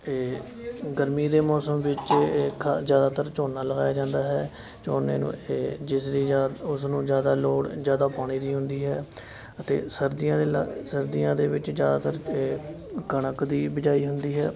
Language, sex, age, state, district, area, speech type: Punjabi, male, 18-30, Punjab, Shaheed Bhagat Singh Nagar, rural, spontaneous